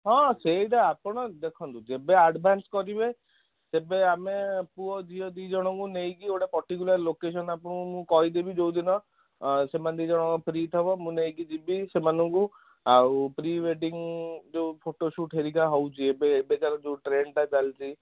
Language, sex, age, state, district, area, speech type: Odia, male, 30-45, Odisha, Cuttack, urban, conversation